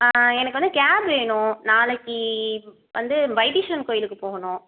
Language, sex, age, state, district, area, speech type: Tamil, female, 30-45, Tamil Nadu, Mayiladuthurai, rural, conversation